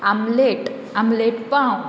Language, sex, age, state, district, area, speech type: Goan Konkani, female, 18-30, Goa, Murmgao, rural, spontaneous